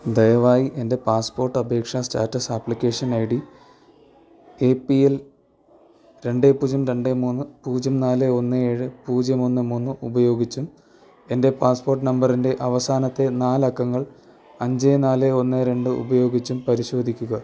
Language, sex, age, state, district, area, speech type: Malayalam, male, 18-30, Kerala, Thiruvananthapuram, rural, read